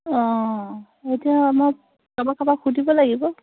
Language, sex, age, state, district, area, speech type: Assamese, female, 45-60, Assam, Dibrugarh, rural, conversation